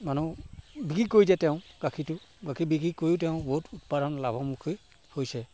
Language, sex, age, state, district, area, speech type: Assamese, male, 45-60, Assam, Sivasagar, rural, spontaneous